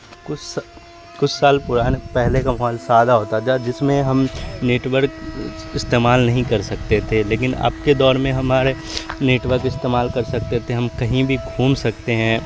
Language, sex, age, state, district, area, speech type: Urdu, male, 30-45, Bihar, Supaul, urban, spontaneous